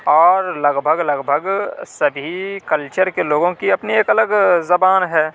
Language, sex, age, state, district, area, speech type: Urdu, male, 45-60, Uttar Pradesh, Aligarh, rural, spontaneous